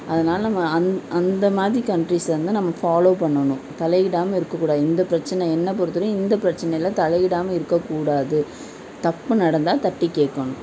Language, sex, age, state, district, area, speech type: Tamil, female, 18-30, Tamil Nadu, Madurai, rural, spontaneous